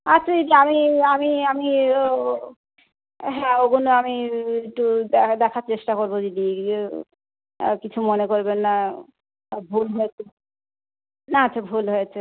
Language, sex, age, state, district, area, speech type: Bengali, female, 30-45, West Bengal, Howrah, urban, conversation